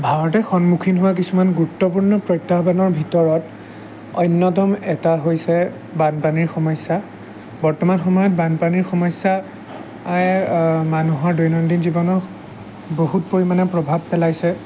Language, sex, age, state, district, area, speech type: Assamese, male, 18-30, Assam, Jorhat, urban, spontaneous